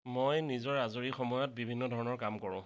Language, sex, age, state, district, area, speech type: Assamese, male, 30-45, Assam, Darrang, rural, spontaneous